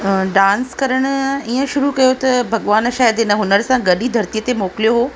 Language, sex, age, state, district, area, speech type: Sindhi, female, 45-60, Rajasthan, Ajmer, rural, spontaneous